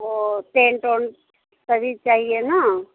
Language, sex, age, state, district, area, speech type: Hindi, female, 45-60, Uttar Pradesh, Mirzapur, rural, conversation